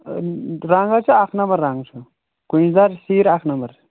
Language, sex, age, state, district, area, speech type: Kashmiri, male, 18-30, Jammu and Kashmir, Kulgam, urban, conversation